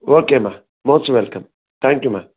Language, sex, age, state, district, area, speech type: Tamil, male, 45-60, Tamil Nadu, Thanjavur, rural, conversation